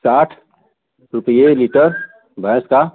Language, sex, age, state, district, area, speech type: Hindi, male, 45-60, Uttar Pradesh, Chandauli, urban, conversation